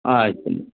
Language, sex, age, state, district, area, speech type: Kannada, male, 60+, Karnataka, Koppal, rural, conversation